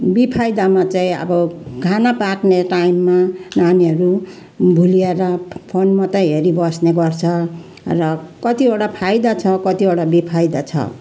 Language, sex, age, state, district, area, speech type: Nepali, female, 60+, West Bengal, Jalpaiguri, urban, spontaneous